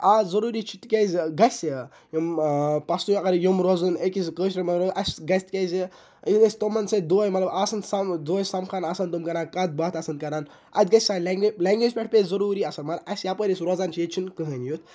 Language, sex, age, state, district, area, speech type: Kashmiri, male, 18-30, Jammu and Kashmir, Ganderbal, rural, spontaneous